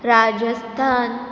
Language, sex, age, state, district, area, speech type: Goan Konkani, female, 18-30, Goa, Ponda, rural, spontaneous